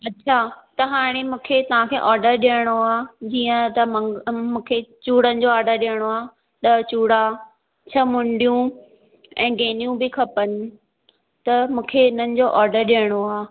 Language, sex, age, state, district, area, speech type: Sindhi, female, 30-45, Maharashtra, Thane, urban, conversation